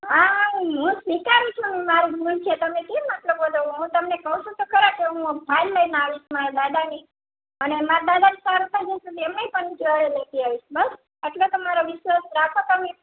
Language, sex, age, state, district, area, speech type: Gujarati, female, 45-60, Gujarat, Rajkot, rural, conversation